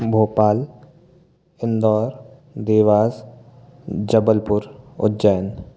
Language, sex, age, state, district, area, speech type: Hindi, male, 18-30, Madhya Pradesh, Bhopal, urban, spontaneous